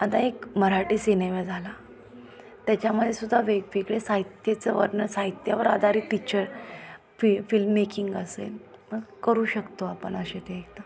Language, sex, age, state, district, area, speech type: Marathi, female, 30-45, Maharashtra, Ahmednagar, urban, spontaneous